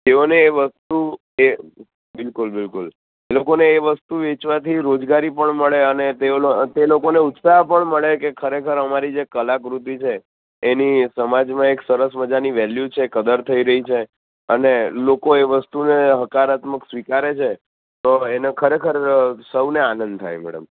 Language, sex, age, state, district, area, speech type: Gujarati, male, 30-45, Gujarat, Narmada, urban, conversation